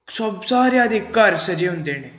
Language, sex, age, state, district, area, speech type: Punjabi, male, 18-30, Punjab, Pathankot, urban, spontaneous